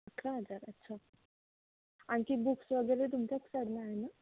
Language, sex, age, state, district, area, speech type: Marathi, female, 18-30, Maharashtra, Nagpur, urban, conversation